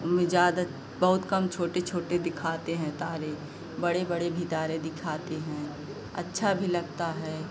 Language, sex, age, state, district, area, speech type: Hindi, female, 45-60, Uttar Pradesh, Pratapgarh, rural, spontaneous